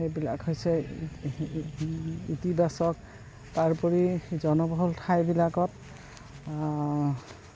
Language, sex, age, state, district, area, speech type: Assamese, female, 60+, Assam, Goalpara, urban, spontaneous